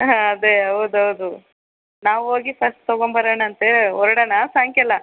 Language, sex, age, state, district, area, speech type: Kannada, female, 45-60, Karnataka, Chitradurga, urban, conversation